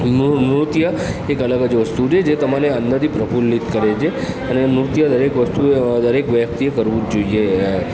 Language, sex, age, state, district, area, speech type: Gujarati, male, 60+, Gujarat, Aravalli, urban, spontaneous